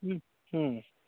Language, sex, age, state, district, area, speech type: Odia, male, 60+, Odisha, Jajpur, rural, conversation